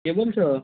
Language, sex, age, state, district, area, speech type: Bengali, male, 45-60, West Bengal, Nadia, rural, conversation